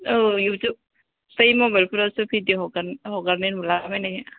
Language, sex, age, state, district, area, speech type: Bodo, female, 18-30, Assam, Kokrajhar, rural, conversation